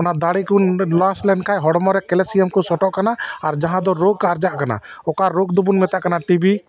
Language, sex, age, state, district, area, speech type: Santali, male, 45-60, West Bengal, Dakshin Dinajpur, rural, spontaneous